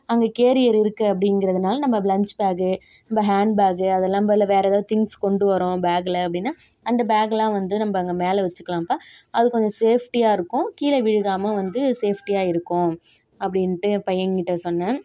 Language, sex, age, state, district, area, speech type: Tamil, female, 45-60, Tamil Nadu, Tiruvarur, rural, spontaneous